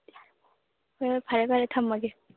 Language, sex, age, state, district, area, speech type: Manipuri, female, 18-30, Manipur, Churachandpur, rural, conversation